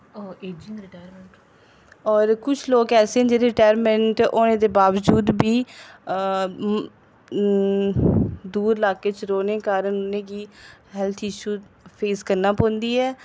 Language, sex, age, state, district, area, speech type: Dogri, female, 30-45, Jammu and Kashmir, Udhampur, urban, spontaneous